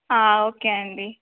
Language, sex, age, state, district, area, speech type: Telugu, female, 18-30, Telangana, Adilabad, rural, conversation